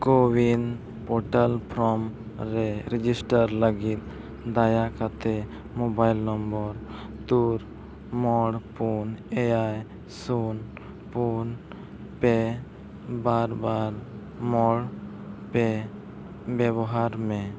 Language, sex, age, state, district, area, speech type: Santali, male, 18-30, Jharkhand, East Singhbhum, rural, read